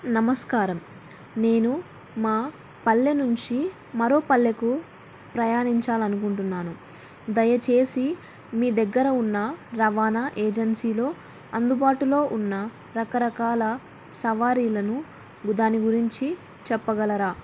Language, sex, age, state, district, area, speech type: Telugu, female, 18-30, Andhra Pradesh, Nandyal, urban, spontaneous